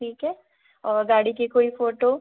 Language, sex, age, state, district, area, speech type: Hindi, female, 30-45, Rajasthan, Jaipur, urban, conversation